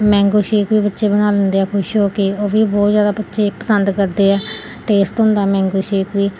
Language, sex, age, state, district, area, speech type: Punjabi, female, 30-45, Punjab, Gurdaspur, urban, spontaneous